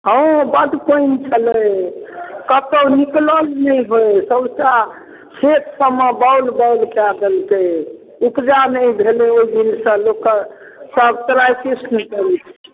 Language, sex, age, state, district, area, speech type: Maithili, female, 60+, Bihar, Darbhanga, urban, conversation